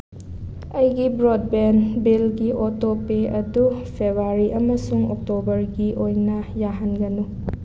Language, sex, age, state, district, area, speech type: Manipuri, female, 18-30, Manipur, Thoubal, rural, read